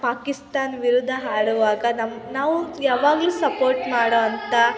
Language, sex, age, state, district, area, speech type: Kannada, female, 18-30, Karnataka, Chitradurga, urban, spontaneous